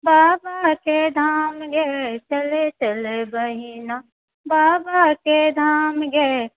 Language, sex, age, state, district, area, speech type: Maithili, female, 60+, Bihar, Purnia, rural, conversation